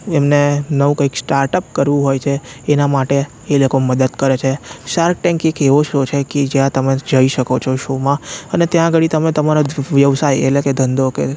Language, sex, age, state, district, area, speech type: Gujarati, male, 18-30, Gujarat, Anand, rural, spontaneous